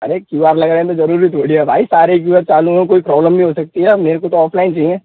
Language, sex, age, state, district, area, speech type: Hindi, male, 18-30, Rajasthan, Bharatpur, urban, conversation